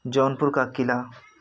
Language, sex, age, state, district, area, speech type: Hindi, male, 30-45, Uttar Pradesh, Jaunpur, rural, spontaneous